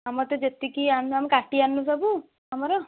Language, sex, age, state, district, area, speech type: Odia, female, 18-30, Odisha, Kendujhar, urban, conversation